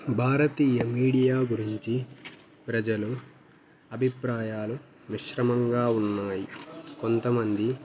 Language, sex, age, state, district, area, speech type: Telugu, male, 18-30, Andhra Pradesh, Annamaya, rural, spontaneous